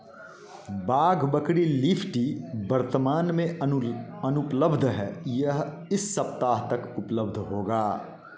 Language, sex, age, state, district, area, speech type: Hindi, male, 45-60, Bihar, Muzaffarpur, urban, read